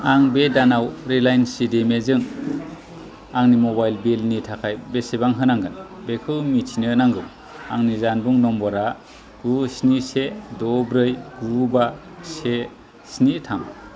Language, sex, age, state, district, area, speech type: Bodo, male, 30-45, Assam, Kokrajhar, rural, read